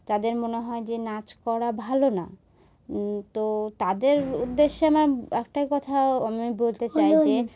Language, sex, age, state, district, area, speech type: Bengali, female, 18-30, West Bengal, Murshidabad, urban, spontaneous